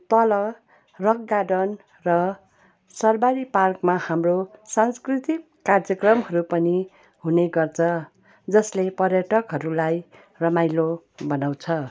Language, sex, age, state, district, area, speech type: Nepali, female, 45-60, West Bengal, Darjeeling, rural, spontaneous